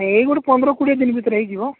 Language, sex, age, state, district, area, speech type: Odia, male, 45-60, Odisha, Nabarangpur, rural, conversation